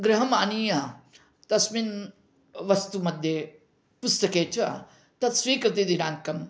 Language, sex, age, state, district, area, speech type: Sanskrit, male, 45-60, Karnataka, Dharwad, urban, spontaneous